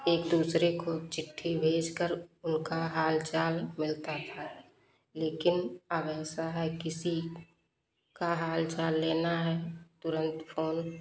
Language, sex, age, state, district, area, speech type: Hindi, female, 45-60, Uttar Pradesh, Lucknow, rural, spontaneous